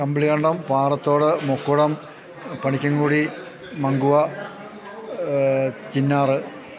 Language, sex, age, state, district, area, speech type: Malayalam, male, 60+, Kerala, Idukki, rural, spontaneous